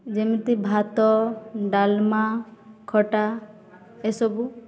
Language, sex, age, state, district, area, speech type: Odia, female, 18-30, Odisha, Boudh, rural, spontaneous